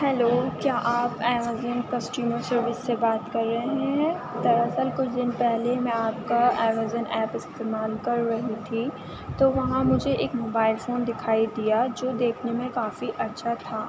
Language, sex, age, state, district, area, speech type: Urdu, female, 18-30, Uttar Pradesh, Aligarh, urban, spontaneous